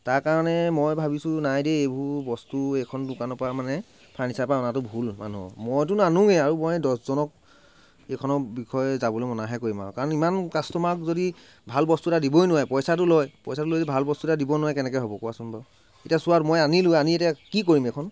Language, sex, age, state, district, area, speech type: Assamese, male, 30-45, Assam, Sivasagar, urban, spontaneous